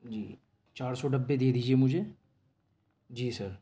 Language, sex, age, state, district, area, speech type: Urdu, male, 18-30, Delhi, Central Delhi, urban, spontaneous